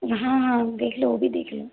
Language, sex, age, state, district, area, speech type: Hindi, female, 45-60, Madhya Pradesh, Balaghat, rural, conversation